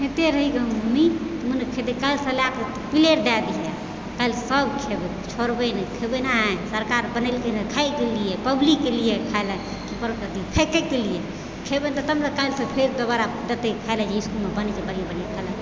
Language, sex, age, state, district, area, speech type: Maithili, female, 30-45, Bihar, Supaul, rural, spontaneous